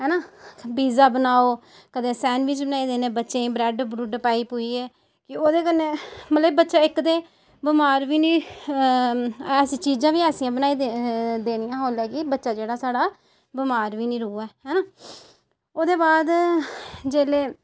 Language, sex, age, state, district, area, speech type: Dogri, female, 30-45, Jammu and Kashmir, Samba, rural, spontaneous